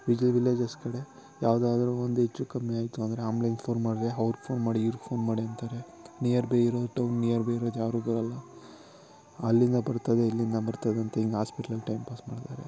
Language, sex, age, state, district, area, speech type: Kannada, male, 18-30, Karnataka, Kolar, rural, spontaneous